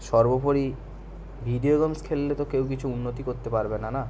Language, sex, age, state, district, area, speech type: Bengali, male, 18-30, West Bengal, Kolkata, urban, spontaneous